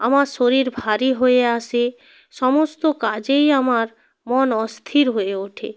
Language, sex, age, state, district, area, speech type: Bengali, female, 30-45, West Bengal, North 24 Parganas, rural, spontaneous